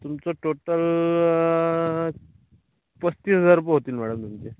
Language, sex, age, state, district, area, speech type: Marathi, male, 18-30, Maharashtra, Amravati, urban, conversation